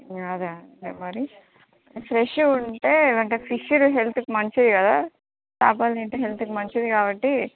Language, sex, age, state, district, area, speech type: Telugu, female, 30-45, Telangana, Jagtial, urban, conversation